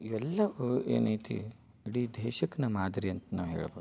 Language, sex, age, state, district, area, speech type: Kannada, male, 30-45, Karnataka, Dharwad, rural, spontaneous